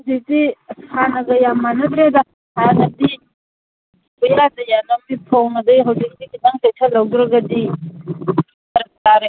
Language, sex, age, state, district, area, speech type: Manipuri, female, 45-60, Manipur, Kangpokpi, urban, conversation